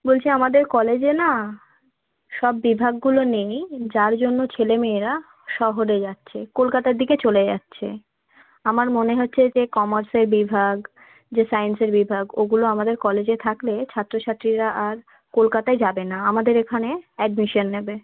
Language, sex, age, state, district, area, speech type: Bengali, female, 30-45, West Bengal, South 24 Parganas, rural, conversation